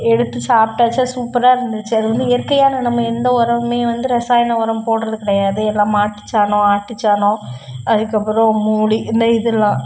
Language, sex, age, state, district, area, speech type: Tamil, female, 30-45, Tamil Nadu, Thoothukudi, urban, spontaneous